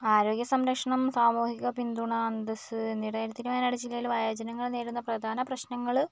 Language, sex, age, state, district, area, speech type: Malayalam, female, 18-30, Kerala, Wayanad, rural, spontaneous